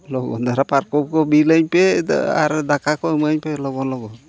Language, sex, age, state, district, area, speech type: Santali, male, 60+, Odisha, Mayurbhanj, rural, spontaneous